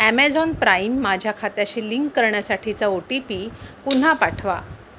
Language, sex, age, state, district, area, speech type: Marathi, female, 30-45, Maharashtra, Mumbai Suburban, urban, read